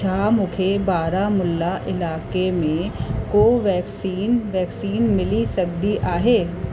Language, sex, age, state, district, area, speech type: Sindhi, female, 45-60, Uttar Pradesh, Lucknow, urban, read